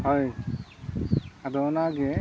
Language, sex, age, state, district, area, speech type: Santali, male, 45-60, Odisha, Mayurbhanj, rural, spontaneous